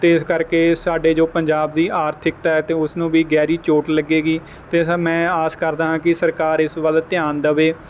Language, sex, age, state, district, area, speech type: Punjabi, male, 18-30, Punjab, Kapurthala, rural, spontaneous